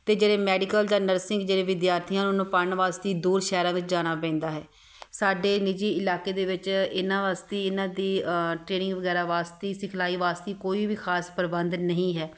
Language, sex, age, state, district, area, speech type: Punjabi, female, 30-45, Punjab, Tarn Taran, urban, spontaneous